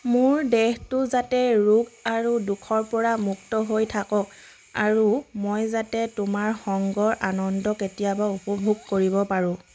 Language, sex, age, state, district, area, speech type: Assamese, female, 30-45, Assam, Sivasagar, rural, read